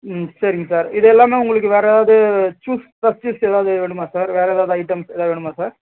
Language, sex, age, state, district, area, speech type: Tamil, male, 30-45, Tamil Nadu, Ariyalur, rural, conversation